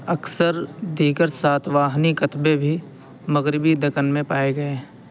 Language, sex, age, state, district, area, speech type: Urdu, male, 18-30, Uttar Pradesh, Saharanpur, urban, read